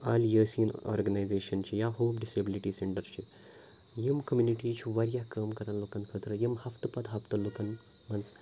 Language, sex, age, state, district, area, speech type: Kashmiri, male, 18-30, Jammu and Kashmir, Ganderbal, rural, spontaneous